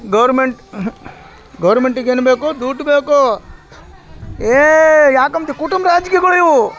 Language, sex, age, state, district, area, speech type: Kannada, male, 45-60, Karnataka, Vijayanagara, rural, spontaneous